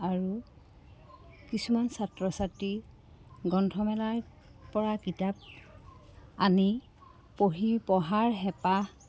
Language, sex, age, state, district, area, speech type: Assamese, female, 30-45, Assam, Jorhat, urban, spontaneous